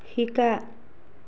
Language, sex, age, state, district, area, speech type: Assamese, female, 45-60, Assam, Charaideo, urban, read